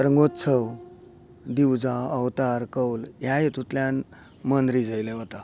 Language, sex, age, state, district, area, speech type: Goan Konkani, male, 45-60, Goa, Canacona, rural, spontaneous